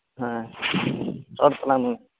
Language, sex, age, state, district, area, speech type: Santali, male, 18-30, Jharkhand, Pakur, rural, conversation